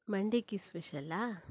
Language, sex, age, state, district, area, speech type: Kannada, female, 30-45, Karnataka, Shimoga, rural, spontaneous